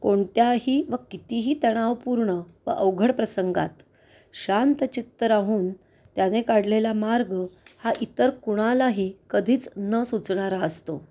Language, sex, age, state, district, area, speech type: Marathi, female, 45-60, Maharashtra, Pune, urban, spontaneous